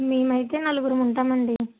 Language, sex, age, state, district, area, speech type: Telugu, female, 18-30, Andhra Pradesh, Kakinada, rural, conversation